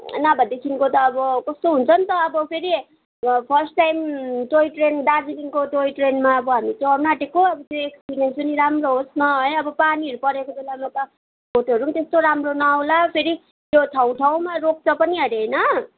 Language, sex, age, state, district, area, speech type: Nepali, female, 18-30, West Bengal, Darjeeling, rural, conversation